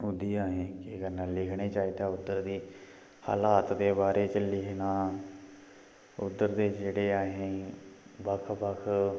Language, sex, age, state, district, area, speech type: Dogri, male, 30-45, Jammu and Kashmir, Kathua, rural, spontaneous